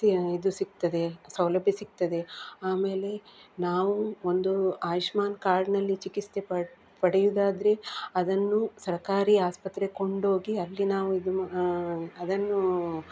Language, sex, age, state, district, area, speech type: Kannada, female, 45-60, Karnataka, Udupi, rural, spontaneous